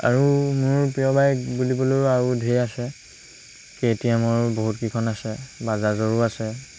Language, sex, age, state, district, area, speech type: Assamese, male, 18-30, Assam, Lakhimpur, rural, spontaneous